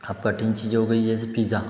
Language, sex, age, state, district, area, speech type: Hindi, male, 18-30, Madhya Pradesh, Betul, urban, spontaneous